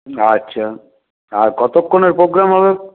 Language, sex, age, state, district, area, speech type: Bengali, male, 60+, West Bengal, Purulia, rural, conversation